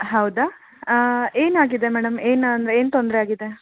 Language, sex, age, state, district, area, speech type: Kannada, female, 30-45, Karnataka, Koppal, rural, conversation